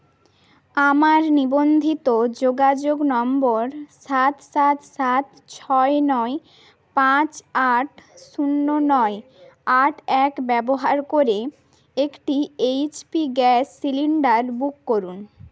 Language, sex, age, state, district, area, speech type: Bengali, female, 30-45, West Bengal, Bankura, urban, read